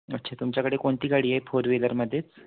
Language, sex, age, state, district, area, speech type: Marathi, male, 18-30, Maharashtra, Wardha, rural, conversation